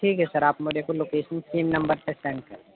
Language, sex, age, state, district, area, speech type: Urdu, male, 18-30, Uttar Pradesh, Gautam Buddha Nagar, urban, conversation